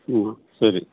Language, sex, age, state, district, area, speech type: Kannada, male, 45-60, Karnataka, Udupi, rural, conversation